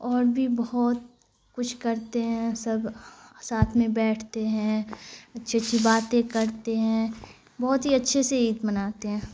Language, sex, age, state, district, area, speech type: Urdu, female, 18-30, Bihar, Khagaria, rural, spontaneous